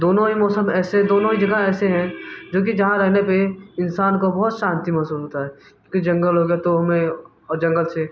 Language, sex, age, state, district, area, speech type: Hindi, male, 18-30, Uttar Pradesh, Mirzapur, urban, spontaneous